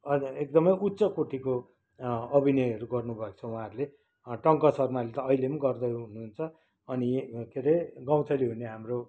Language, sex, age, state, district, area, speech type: Nepali, male, 60+, West Bengal, Kalimpong, rural, spontaneous